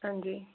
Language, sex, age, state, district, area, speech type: Dogri, female, 18-30, Jammu and Kashmir, Jammu, rural, conversation